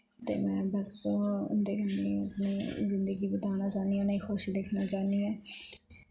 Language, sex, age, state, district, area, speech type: Dogri, female, 18-30, Jammu and Kashmir, Jammu, rural, spontaneous